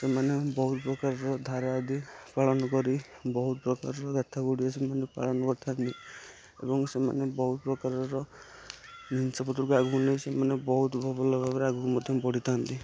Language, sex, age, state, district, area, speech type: Odia, male, 18-30, Odisha, Nayagarh, rural, spontaneous